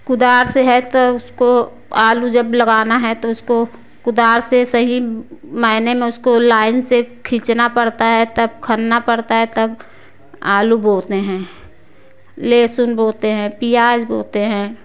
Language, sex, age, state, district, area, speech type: Hindi, female, 45-60, Uttar Pradesh, Prayagraj, rural, spontaneous